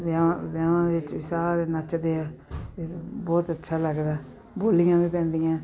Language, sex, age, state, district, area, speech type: Punjabi, female, 60+, Punjab, Jalandhar, urban, spontaneous